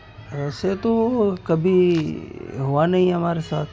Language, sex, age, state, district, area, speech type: Urdu, male, 30-45, Uttar Pradesh, Muzaffarnagar, urban, spontaneous